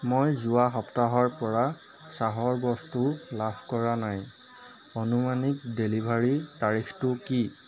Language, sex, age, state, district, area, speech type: Assamese, male, 18-30, Assam, Jorhat, urban, read